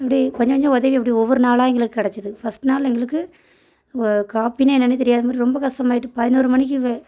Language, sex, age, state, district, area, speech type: Tamil, female, 30-45, Tamil Nadu, Thoothukudi, rural, spontaneous